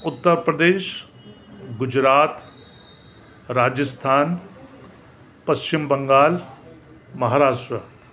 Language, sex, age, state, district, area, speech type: Sindhi, male, 60+, Delhi, South Delhi, urban, spontaneous